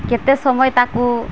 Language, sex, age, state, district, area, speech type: Odia, female, 45-60, Odisha, Malkangiri, urban, spontaneous